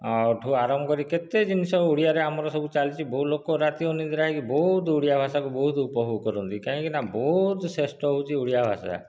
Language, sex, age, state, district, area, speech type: Odia, male, 30-45, Odisha, Dhenkanal, rural, spontaneous